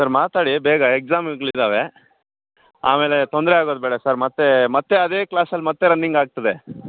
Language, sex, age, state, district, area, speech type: Kannada, male, 30-45, Karnataka, Kolar, rural, conversation